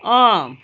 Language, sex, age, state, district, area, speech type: Nepali, female, 60+, West Bengal, Jalpaiguri, urban, spontaneous